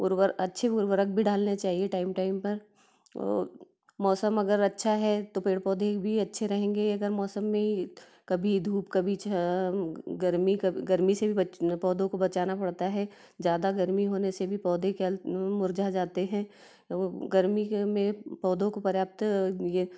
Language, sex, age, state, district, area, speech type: Hindi, female, 45-60, Madhya Pradesh, Betul, urban, spontaneous